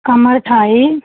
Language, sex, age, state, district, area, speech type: Punjabi, female, 30-45, Punjab, Pathankot, rural, conversation